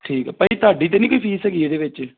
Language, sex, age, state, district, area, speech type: Punjabi, male, 18-30, Punjab, Amritsar, urban, conversation